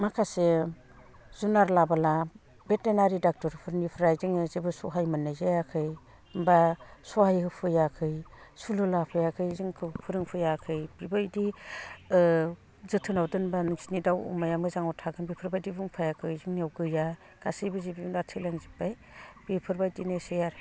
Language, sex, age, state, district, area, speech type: Bodo, female, 45-60, Assam, Udalguri, rural, spontaneous